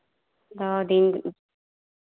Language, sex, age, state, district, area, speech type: Hindi, female, 45-60, Uttar Pradesh, Ayodhya, rural, conversation